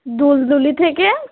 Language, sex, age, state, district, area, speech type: Bengali, female, 18-30, West Bengal, North 24 Parganas, rural, conversation